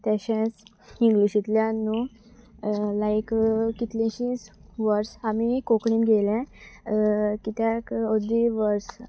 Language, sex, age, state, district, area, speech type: Goan Konkani, female, 18-30, Goa, Sanguem, rural, spontaneous